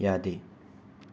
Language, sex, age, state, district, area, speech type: Manipuri, male, 30-45, Manipur, Imphal West, urban, read